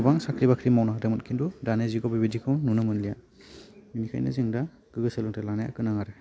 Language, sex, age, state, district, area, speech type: Bodo, male, 18-30, Assam, Udalguri, rural, spontaneous